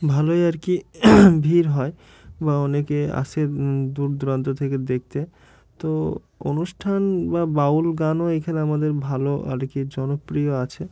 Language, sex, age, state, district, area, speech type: Bengali, male, 18-30, West Bengal, Murshidabad, urban, spontaneous